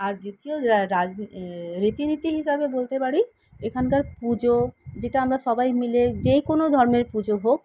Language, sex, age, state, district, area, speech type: Bengali, female, 30-45, West Bengal, Kolkata, urban, spontaneous